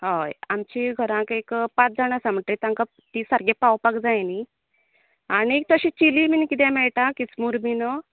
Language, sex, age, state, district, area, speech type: Goan Konkani, female, 30-45, Goa, Canacona, rural, conversation